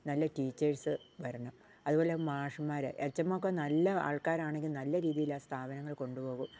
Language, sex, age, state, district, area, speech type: Malayalam, female, 60+, Kerala, Wayanad, rural, spontaneous